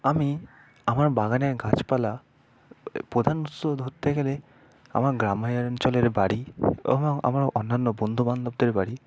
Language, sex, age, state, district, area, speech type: Bengali, male, 30-45, West Bengal, Purba Bardhaman, urban, spontaneous